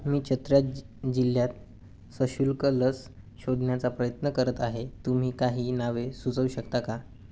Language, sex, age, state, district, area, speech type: Marathi, male, 18-30, Maharashtra, Gadchiroli, rural, read